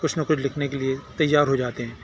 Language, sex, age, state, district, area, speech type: Urdu, male, 60+, Telangana, Hyderabad, urban, spontaneous